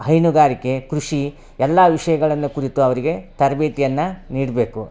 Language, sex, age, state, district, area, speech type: Kannada, male, 30-45, Karnataka, Vijayapura, rural, spontaneous